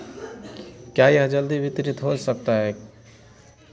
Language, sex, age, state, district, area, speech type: Hindi, male, 30-45, Bihar, Madhepura, rural, spontaneous